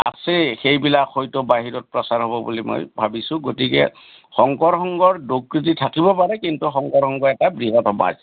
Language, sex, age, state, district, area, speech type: Assamese, male, 60+, Assam, Udalguri, urban, conversation